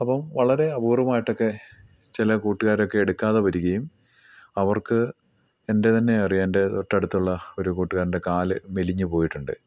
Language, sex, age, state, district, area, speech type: Malayalam, male, 45-60, Kerala, Idukki, rural, spontaneous